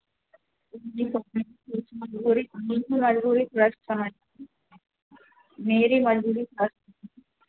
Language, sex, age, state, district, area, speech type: Hindi, female, 45-60, Uttar Pradesh, Azamgarh, rural, conversation